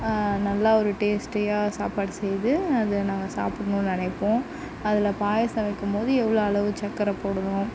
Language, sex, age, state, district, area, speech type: Tamil, female, 30-45, Tamil Nadu, Mayiladuthurai, urban, spontaneous